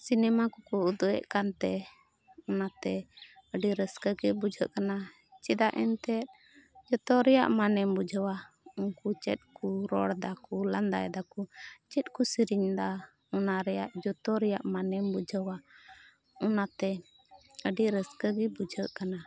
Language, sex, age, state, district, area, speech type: Santali, female, 30-45, Jharkhand, Pakur, rural, spontaneous